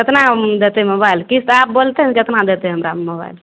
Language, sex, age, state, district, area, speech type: Maithili, female, 18-30, Bihar, Madhepura, rural, conversation